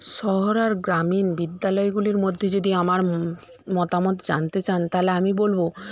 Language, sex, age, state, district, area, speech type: Bengali, female, 45-60, West Bengal, Jhargram, rural, spontaneous